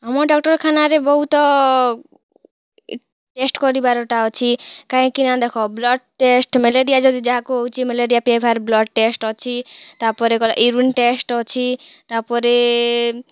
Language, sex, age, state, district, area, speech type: Odia, female, 18-30, Odisha, Kalahandi, rural, spontaneous